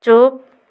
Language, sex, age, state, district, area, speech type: Odia, female, 30-45, Odisha, Kandhamal, rural, read